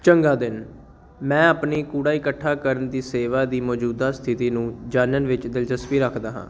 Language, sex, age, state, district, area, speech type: Punjabi, male, 18-30, Punjab, Jalandhar, urban, read